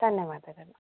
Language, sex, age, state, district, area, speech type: Kannada, female, 30-45, Karnataka, Udupi, rural, conversation